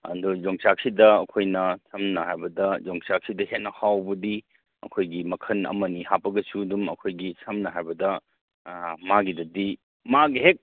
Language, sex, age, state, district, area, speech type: Manipuri, male, 30-45, Manipur, Kangpokpi, urban, conversation